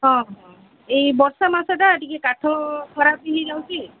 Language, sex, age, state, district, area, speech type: Odia, female, 45-60, Odisha, Sundergarh, rural, conversation